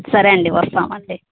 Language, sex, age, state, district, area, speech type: Telugu, female, 60+, Andhra Pradesh, Kadapa, rural, conversation